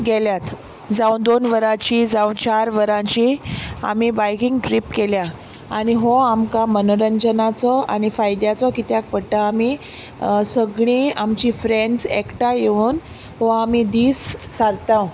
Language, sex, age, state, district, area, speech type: Goan Konkani, female, 30-45, Goa, Salcete, rural, spontaneous